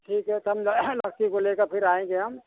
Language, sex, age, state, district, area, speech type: Hindi, male, 60+, Uttar Pradesh, Mirzapur, urban, conversation